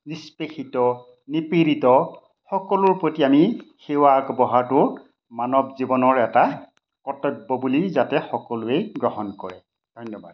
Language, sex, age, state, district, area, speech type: Assamese, male, 60+, Assam, Majuli, urban, spontaneous